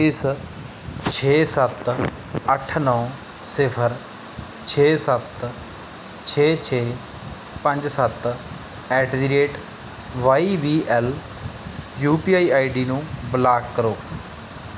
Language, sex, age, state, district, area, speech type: Punjabi, male, 18-30, Punjab, Bathinda, rural, read